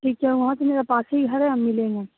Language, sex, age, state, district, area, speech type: Hindi, female, 18-30, Bihar, Begusarai, rural, conversation